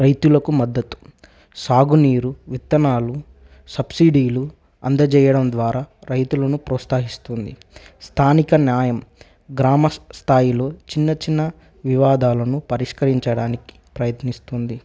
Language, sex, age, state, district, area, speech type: Telugu, male, 18-30, Telangana, Nagarkurnool, rural, spontaneous